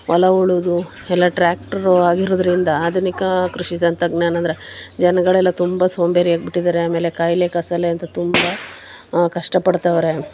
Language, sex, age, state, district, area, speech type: Kannada, female, 30-45, Karnataka, Mandya, rural, spontaneous